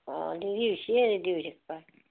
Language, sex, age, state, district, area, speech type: Assamese, female, 30-45, Assam, Nalbari, rural, conversation